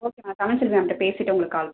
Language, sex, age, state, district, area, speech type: Tamil, female, 18-30, Tamil Nadu, Cuddalore, urban, conversation